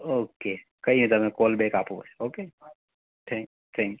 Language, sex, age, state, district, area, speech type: Gujarati, male, 30-45, Gujarat, Valsad, urban, conversation